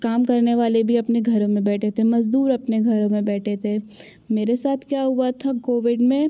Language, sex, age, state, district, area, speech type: Hindi, female, 30-45, Madhya Pradesh, Jabalpur, urban, spontaneous